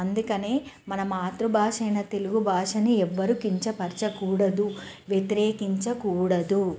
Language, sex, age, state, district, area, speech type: Telugu, female, 45-60, Telangana, Nalgonda, urban, spontaneous